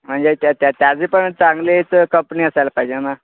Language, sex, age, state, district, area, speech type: Marathi, male, 18-30, Maharashtra, Sangli, urban, conversation